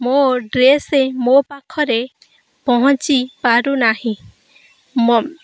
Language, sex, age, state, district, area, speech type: Odia, female, 18-30, Odisha, Kendrapara, urban, spontaneous